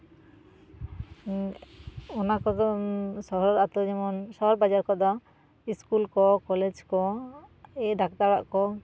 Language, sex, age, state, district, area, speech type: Santali, female, 30-45, West Bengal, Jhargram, rural, spontaneous